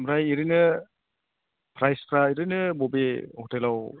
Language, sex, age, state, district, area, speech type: Bodo, male, 30-45, Assam, Chirang, rural, conversation